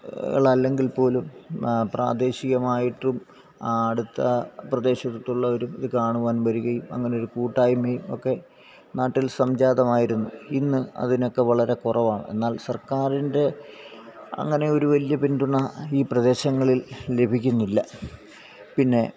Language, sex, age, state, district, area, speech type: Malayalam, male, 45-60, Kerala, Alappuzha, rural, spontaneous